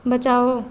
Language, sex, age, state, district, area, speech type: Hindi, female, 30-45, Uttar Pradesh, Azamgarh, rural, read